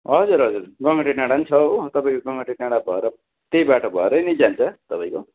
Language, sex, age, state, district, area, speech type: Nepali, male, 45-60, West Bengal, Darjeeling, rural, conversation